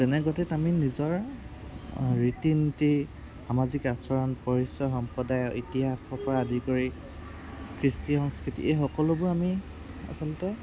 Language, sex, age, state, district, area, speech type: Assamese, male, 18-30, Assam, Kamrup Metropolitan, urban, spontaneous